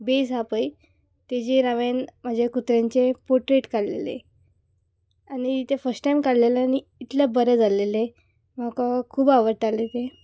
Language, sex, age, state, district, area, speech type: Goan Konkani, female, 18-30, Goa, Murmgao, urban, spontaneous